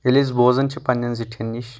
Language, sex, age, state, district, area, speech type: Kashmiri, male, 18-30, Jammu and Kashmir, Anantnag, urban, spontaneous